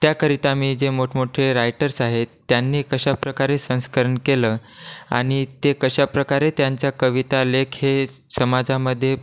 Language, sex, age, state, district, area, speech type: Marathi, male, 18-30, Maharashtra, Washim, rural, spontaneous